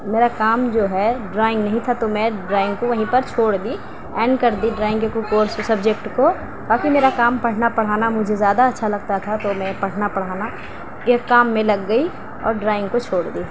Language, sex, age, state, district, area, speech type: Urdu, female, 18-30, Delhi, South Delhi, urban, spontaneous